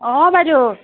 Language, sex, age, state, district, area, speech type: Assamese, female, 30-45, Assam, Jorhat, urban, conversation